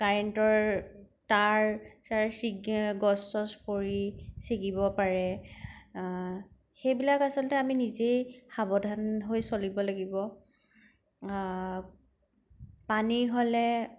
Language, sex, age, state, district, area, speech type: Assamese, female, 18-30, Assam, Kamrup Metropolitan, urban, spontaneous